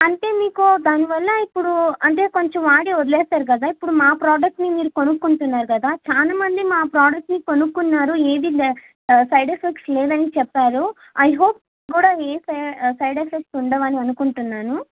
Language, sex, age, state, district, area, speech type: Telugu, female, 18-30, Telangana, Mancherial, rural, conversation